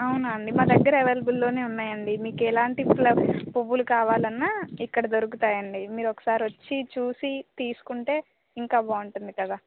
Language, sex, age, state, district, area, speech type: Telugu, female, 18-30, Telangana, Bhadradri Kothagudem, rural, conversation